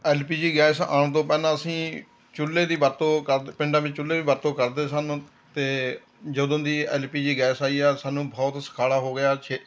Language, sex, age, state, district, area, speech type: Punjabi, male, 60+, Punjab, Rupnagar, rural, spontaneous